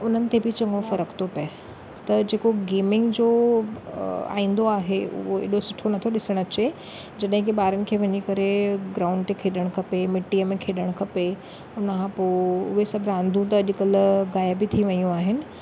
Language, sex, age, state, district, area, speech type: Sindhi, female, 30-45, Maharashtra, Thane, urban, spontaneous